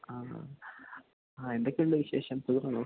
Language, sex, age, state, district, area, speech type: Malayalam, male, 18-30, Kerala, Idukki, rural, conversation